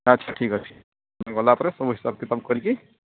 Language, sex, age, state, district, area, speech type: Odia, male, 45-60, Odisha, Sundergarh, urban, conversation